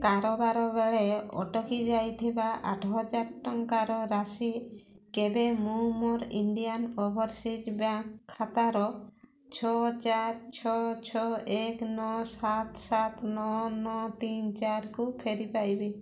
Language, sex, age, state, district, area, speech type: Odia, female, 60+, Odisha, Mayurbhanj, rural, read